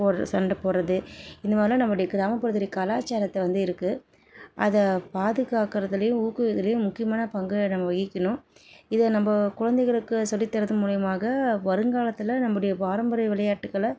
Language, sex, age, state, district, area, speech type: Tamil, female, 30-45, Tamil Nadu, Salem, rural, spontaneous